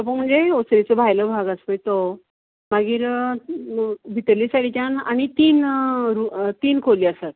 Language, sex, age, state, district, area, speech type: Goan Konkani, female, 45-60, Goa, Canacona, rural, conversation